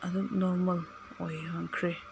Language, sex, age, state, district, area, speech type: Manipuri, female, 30-45, Manipur, Senapati, rural, spontaneous